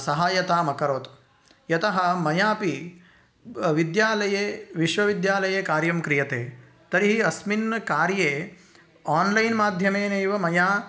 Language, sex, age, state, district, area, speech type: Sanskrit, male, 18-30, Karnataka, Uttara Kannada, rural, spontaneous